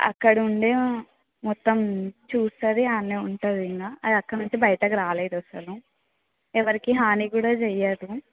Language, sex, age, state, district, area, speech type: Telugu, female, 18-30, Telangana, Mulugu, rural, conversation